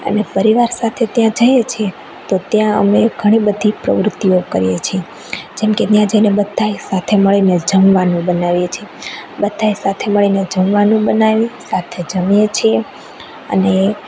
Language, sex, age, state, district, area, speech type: Gujarati, female, 18-30, Gujarat, Rajkot, rural, spontaneous